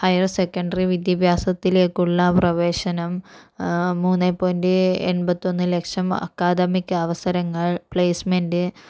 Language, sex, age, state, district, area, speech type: Malayalam, female, 45-60, Kerala, Kozhikode, urban, spontaneous